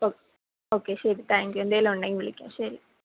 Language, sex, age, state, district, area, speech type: Malayalam, female, 18-30, Kerala, Kollam, rural, conversation